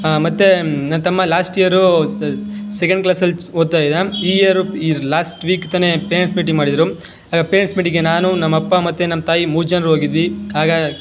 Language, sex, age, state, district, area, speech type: Kannada, male, 18-30, Karnataka, Chamarajanagar, rural, spontaneous